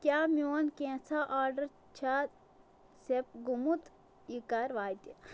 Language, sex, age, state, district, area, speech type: Kashmiri, female, 18-30, Jammu and Kashmir, Kulgam, rural, read